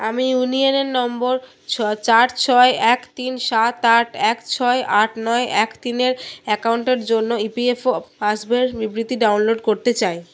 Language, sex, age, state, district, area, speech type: Bengali, female, 30-45, West Bengal, Paschim Bardhaman, urban, read